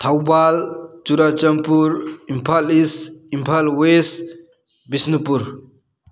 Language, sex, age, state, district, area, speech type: Manipuri, male, 30-45, Manipur, Thoubal, rural, spontaneous